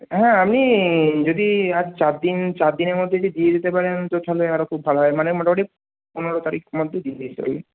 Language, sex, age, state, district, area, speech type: Bengali, male, 30-45, West Bengal, Purba Medinipur, rural, conversation